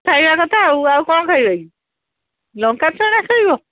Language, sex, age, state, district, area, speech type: Odia, female, 60+, Odisha, Gajapati, rural, conversation